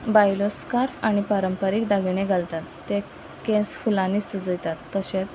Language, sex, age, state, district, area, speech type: Goan Konkani, female, 30-45, Goa, Quepem, rural, spontaneous